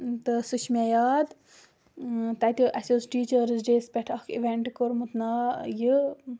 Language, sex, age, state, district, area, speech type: Kashmiri, female, 30-45, Jammu and Kashmir, Baramulla, urban, spontaneous